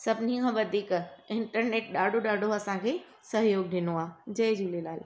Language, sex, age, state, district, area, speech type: Sindhi, female, 30-45, Gujarat, Surat, urban, spontaneous